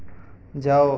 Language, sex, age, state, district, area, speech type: Hindi, male, 45-60, Uttar Pradesh, Pratapgarh, rural, read